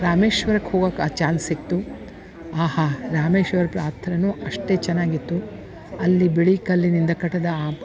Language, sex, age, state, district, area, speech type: Kannada, female, 60+, Karnataka, Dharwad, rural, spontaneous